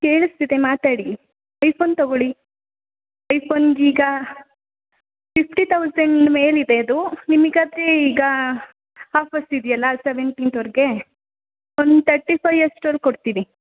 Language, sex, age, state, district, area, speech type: Kannada, female, 18-30, Karnataka, Kodagu, rural, conversation